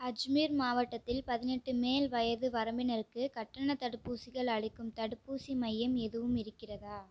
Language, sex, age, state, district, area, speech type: Tamil, female, 18-30, Tamil Nadu, Tiruchirappalli, rural, read